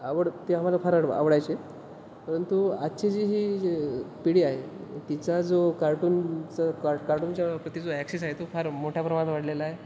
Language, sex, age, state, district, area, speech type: Marathi, male, 18-30, Maharashtra, Wardha, urban, spontaneous